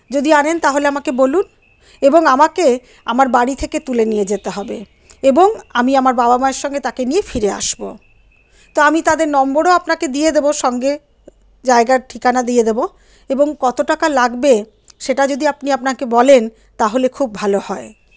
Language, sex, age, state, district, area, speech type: Bengali, female, 60+, West Bengal, Paschim Bardhaman, urban, spontaneous